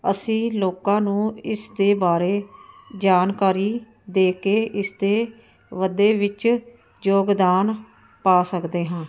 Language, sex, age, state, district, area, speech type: Punjabi, female, 45-60, Punjab, Ludhiana, urban, spontaneous